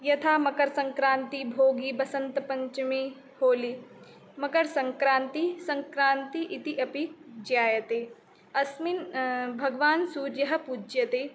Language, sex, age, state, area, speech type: Sanskrit, female, 18-30, Uttar Pradesh, rural, spontaneous